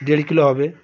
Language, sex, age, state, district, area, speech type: Bengali, male, 60+, West Bengal, Birbhum, urban, spontaneous